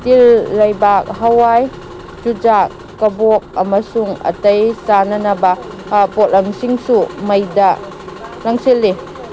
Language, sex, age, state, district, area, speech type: Manipuri, female, 18-30, Manipur, Kangpokpi, urban, read